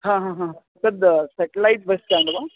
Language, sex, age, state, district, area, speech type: Sanskrit, male, 30-45, Karnataka, Vijayapura, urban, conversation